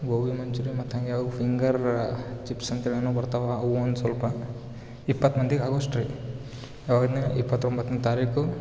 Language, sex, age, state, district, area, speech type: Kannada, male, 18-30, Karnataka, Gulbarga, urban, spontaneous